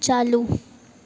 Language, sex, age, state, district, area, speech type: Hindi, female, 18-30, Bihar, Madhepura, rural, read